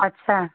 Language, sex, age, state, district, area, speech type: Hindi, female, 30-45, Uttar Pradesh, Chandauli, rural, conversation